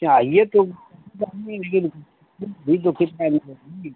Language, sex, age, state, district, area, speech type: Hindi, male, 60+, Uttar Pradesh, Mau, urban, conversation